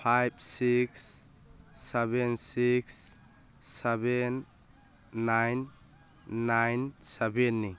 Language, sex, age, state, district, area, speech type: Manipuri, male, 45-60, Manipur, Churachandpur, rural, read